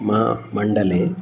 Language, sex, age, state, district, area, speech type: Sanskrit, male, 60+, Karnataka, Bangalore Urban, urban, spontaneous